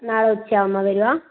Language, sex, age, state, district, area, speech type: Malayalam, female, 30-45, Kerala, Kannur, rural, conversation